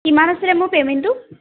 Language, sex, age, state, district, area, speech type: Assamese, female, 18-30, Assam, Jorhat, urban, conversation